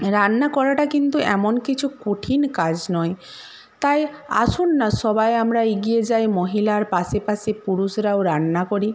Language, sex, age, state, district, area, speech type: Bengali, female, 45-60, West Bengal, Purba Medinipur, rural, spontaneous